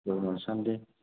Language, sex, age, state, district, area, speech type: Bodo, male, 30-45, Assam, Udalguri, rural, conversation